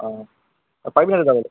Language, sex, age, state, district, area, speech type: Assamese, male, 18-30, Assam, Tinsukia, urban, conversation